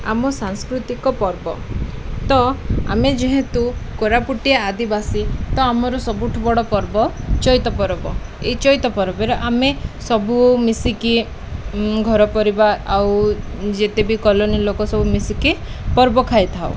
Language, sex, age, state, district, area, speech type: Odia, female, 18-30, Odisha, Koraput, urban, spontaneous